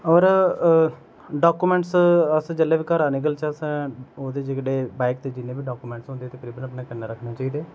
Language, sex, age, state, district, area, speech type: Dogri, male, 30-45, Jammu and Kashmir, Udhampur, rural, spontaneous